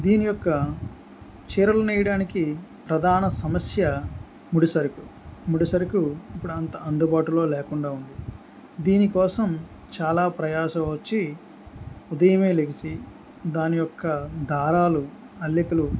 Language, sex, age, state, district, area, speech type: Telugu, male, 45-60, Andhra Pradesh, Anakapalli, rural, spontaneous